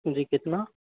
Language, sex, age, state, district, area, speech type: Hindi, male, 30-45, Rajasthan, Karauli, rural, conversation